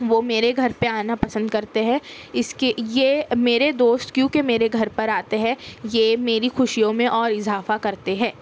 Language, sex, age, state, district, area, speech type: Urdu, female, 18-30, Maharashtra, Nashik, urban, spontaneous